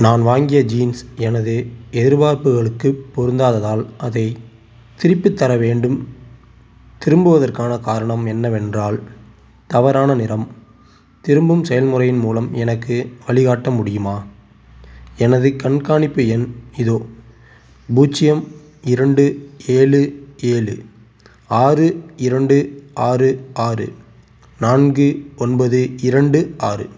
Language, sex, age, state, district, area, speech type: Tamil, male, 18-30, Tamil Nadu, Tiruchirappalli, rural, read